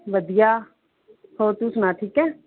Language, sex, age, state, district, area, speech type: Punjabi, female, 30-45, Punjab, Mansa, urban, conversation